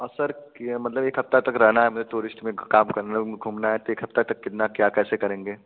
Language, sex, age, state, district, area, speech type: Hindi, male, 18-30, Uttar Pradesh, Bhadohi, urban, conversation